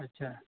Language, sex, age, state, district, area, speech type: Santali, male, 30-45, West Bengal, Birbhum, rural, conversation